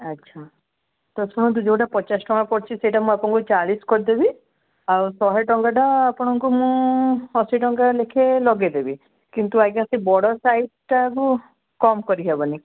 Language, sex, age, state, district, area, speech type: Odia, female, 60+, Odisha, Gajapati, rural, conversation